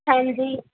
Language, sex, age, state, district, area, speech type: Punjabi, female, 18-30, Punjab, Barnala, rural, conversation